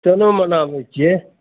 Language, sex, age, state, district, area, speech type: Maithili, male, 60+, Bihar, Madhepura, rural, conversation